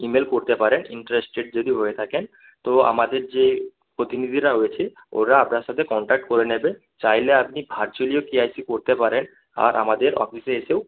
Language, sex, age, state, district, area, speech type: Bengali, male, 18-30, West Bengal, Purba Medinipur, rural, conversation